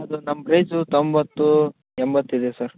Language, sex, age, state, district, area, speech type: Kannada, male, 30-45, Karnataka, Raichur, rural, conversation